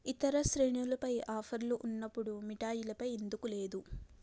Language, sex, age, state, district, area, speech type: Telugu, female, 45-60, Andhra Pradesh, East Godavari, rural, read